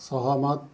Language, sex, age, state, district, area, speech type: Nepali, male, 60+, West Bengal, Kalimpong, rural, read